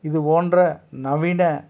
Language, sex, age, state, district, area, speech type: Tamil, male, 45-60, Tamil Nadu, Tiruppur, rural, spontaneous